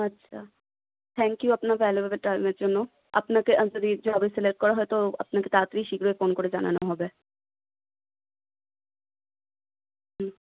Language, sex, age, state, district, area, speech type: Bengali, female, 18-30, West Bengal, Malda, rural, conversation